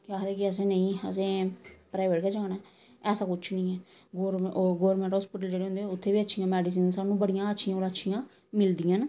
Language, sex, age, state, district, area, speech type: Dogri, female, 30-45, Jammu and Kashmir, Samba, rural, spontaneous